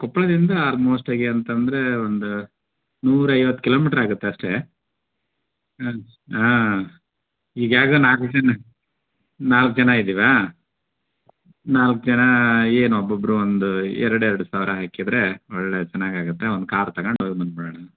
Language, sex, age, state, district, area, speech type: Kannada, male, 45-60, Karnataka, Koppal, rural, conversation